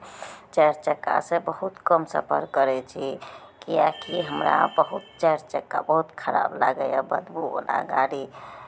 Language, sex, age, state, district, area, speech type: Maithili, female, 30-45, Bihar, Araria, rural, spontaneous